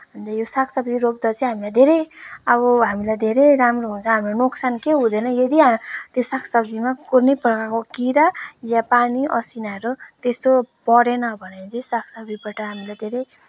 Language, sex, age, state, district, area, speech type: Nepali, female, 18-30, West Bengal, Kalimpong, rural, spontaneous